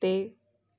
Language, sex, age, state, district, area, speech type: Punjabi, female, 30-45, Punjab, Amritsar, urban, read